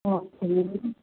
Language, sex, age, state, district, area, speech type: Malayalam, female, 30-45, Kerala, Thiruvananthapuram, rural, conversation